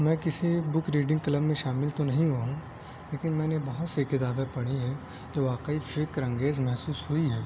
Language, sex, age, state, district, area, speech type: Urdu, male, 18-30, Delhi, South Delhi, urban, spontaneous